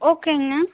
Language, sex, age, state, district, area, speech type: Tamil, female, 18-30, Tamil Nadu, Erode, rural, conversation